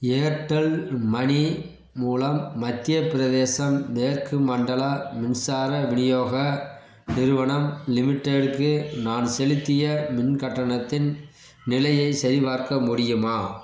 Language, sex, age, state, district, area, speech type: Tamil, male, 45-60, Tamil Nadu, Theni, rural, read